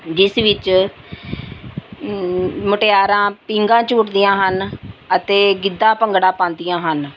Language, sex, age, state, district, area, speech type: Punjabi, female, 45-60, Punjab, Rupnagar, rural, spontaneous